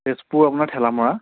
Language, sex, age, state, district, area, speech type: Assamese, male, 18-30, Assam, Sonitpur, rural, conversation